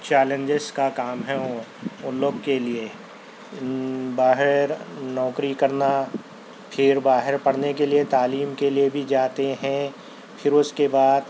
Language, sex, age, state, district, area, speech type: Urdu, male, 30-45, Telangana, Hyderabad, urban, spontaneous